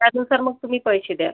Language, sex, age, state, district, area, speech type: Marathi, female, 30-45, Maharashtra, Amravati, rural, conversation